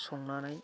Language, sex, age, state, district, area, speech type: Bodo, male, 45-60, Assam, Kokrajhar, rural, spontaneous